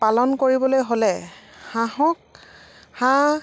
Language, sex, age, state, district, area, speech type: Assamese, female, 45-60, Assam, Dibrugarh, rural, spontaneous